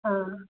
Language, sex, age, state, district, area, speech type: Manipuri, female, 18-30, Manipur, Kakching, urban, conversation